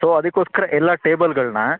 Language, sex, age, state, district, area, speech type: Kannada, male, 18-30, Karnataka, Shimoga, rural, conversation